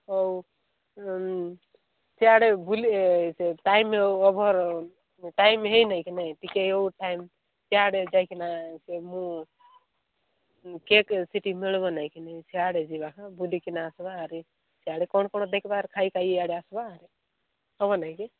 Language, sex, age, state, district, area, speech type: Odia, female, 18-30, Odisha, Nabarangpur, urban, conversation